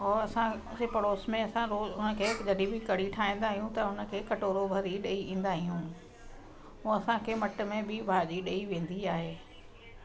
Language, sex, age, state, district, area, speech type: Sindhi, female, 45-60, Delhi, South Delhi, rural, spontaneous